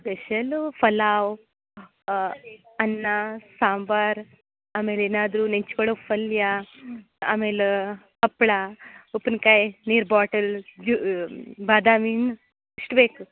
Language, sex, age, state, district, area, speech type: Kannada, female, 30-45, Karnataka, Uttara Kannada, rural, conversation